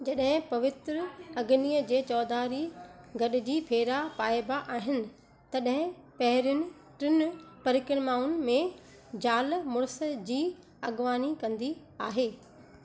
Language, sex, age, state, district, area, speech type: Sindhi, female, 30-45, Gujarat, Surat, urban, read